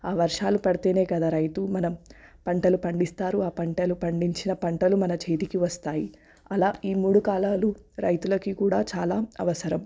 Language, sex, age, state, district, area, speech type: Telugu, female, 18-30, Telangana, Hyderabad, urban, spontaneous